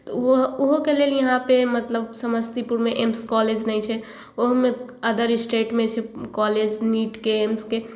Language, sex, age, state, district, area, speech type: Maithili, female, 18-30, Bihar, Samastipur, urban, spontaneous